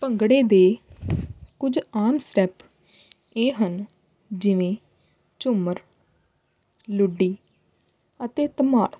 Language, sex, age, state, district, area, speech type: Punjabi, female, 18-30, Punjab, Hoshiarpur, rural, spontaneous